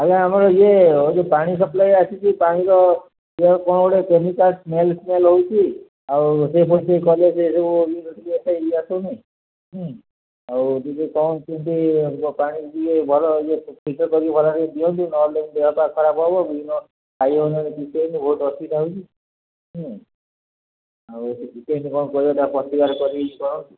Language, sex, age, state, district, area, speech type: Odia, male, 60+, Odisha, Gajapati, rural, conversation